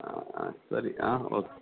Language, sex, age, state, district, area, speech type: Kannada, male, 45-60, Karnataka, Dakshina Kannada, rural, conversation